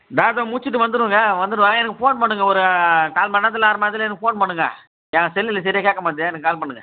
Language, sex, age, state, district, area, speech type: Tamil, male, 30-45, Tamil Nadu, Chengalpattu, rural, conversation